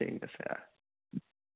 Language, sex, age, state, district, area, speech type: Assamese, male, 30-45, Assam, Sonitpur, rural, conversation